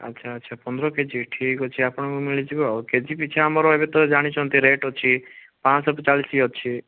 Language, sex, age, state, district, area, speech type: Odia, male, 18-30, Odisha, Bhadrak, rural, conversation